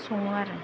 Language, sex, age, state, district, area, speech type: Bodo, female, 30-45, Assam, Kokrajhar, rural, spontaneous